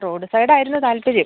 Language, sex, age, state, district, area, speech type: Malayalam, female, 45-60, Kerala, Idukki, rural, conversation